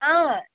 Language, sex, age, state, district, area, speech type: Malayalam, female, 18-30, Kerala, Palakkad, rural, conversation